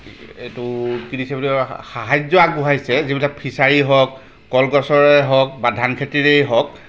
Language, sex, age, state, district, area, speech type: Assamese, male, 45-60, Assam, Jorhat, urban, spontaneous